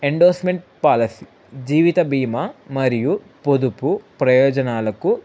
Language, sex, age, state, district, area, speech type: Telugu, male, 18-30, Telangana, Ranga Reddy, urban, spontaneous